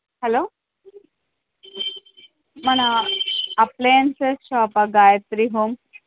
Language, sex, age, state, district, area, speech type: Telugu, female, 18-30, Andhra Pradesh, Visakhapatnam, urban, conversation